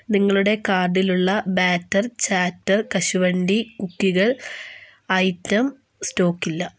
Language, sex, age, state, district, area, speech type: Malayalam, female, 18-30, Kerala, Wayanad, rural, read